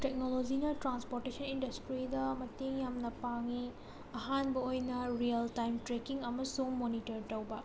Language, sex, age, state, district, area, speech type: Manipuri, female, 30-45, Manipur, Tengnoupal, rural, spontaneous